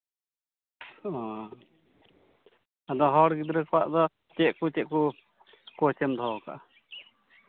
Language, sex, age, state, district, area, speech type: Santali, male, 30-45, West Bengal, Malda, rural, conversation